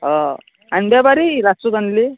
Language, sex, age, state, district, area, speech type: Assamese, male, 30-45, Assam, Darrang, rural, conversation